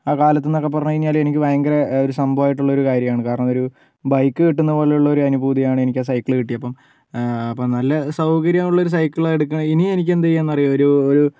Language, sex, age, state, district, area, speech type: Malayalam, male, 45-60, Kerala, Wayanad, rural, spontaneous